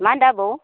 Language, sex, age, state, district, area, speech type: Bodo, female, 45-60, Assam, Baksa, rural, conversation